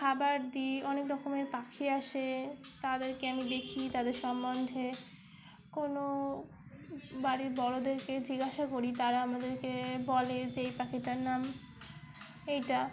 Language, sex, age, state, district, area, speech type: Bengali, female, 18-30, West Bengal, Dakshin Dinajpur, urban, spontaneous